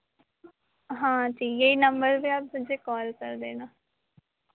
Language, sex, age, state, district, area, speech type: Hindi, female, 18-30, Madhya Pradesh, Harda, urban, conversation